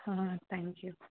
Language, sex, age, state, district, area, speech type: Kannada, female, 18-30, Karnataka, Davanagere, urban, conversation